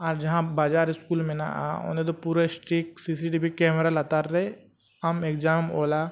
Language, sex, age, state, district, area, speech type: Santali, male, 18-30, Jharkhand, East Singhbhum, rural, spontaneous